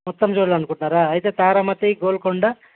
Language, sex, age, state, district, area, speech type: Telugu, male, 30-45, Telangana, Hyderabad, rural, conversation